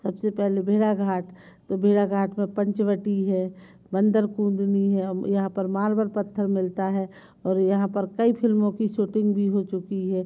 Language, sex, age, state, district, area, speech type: Hindi, female, 45-60, Madhya Pradesh, Jabalpur, urban, spontaneous